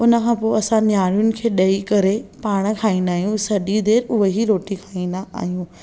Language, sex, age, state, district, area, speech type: Sindhi, female, 18-30, Maharashtra, Thane, urban, spontaneous